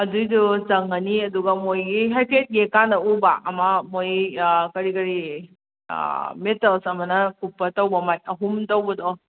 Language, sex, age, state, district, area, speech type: Manipuri, female, 18-30, Manipur, Kakching, rural, conversation